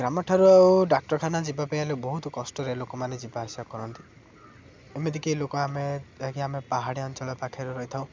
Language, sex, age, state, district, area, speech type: Odia, male, 18-30, Odisha, Ganjam, urban, spontaneous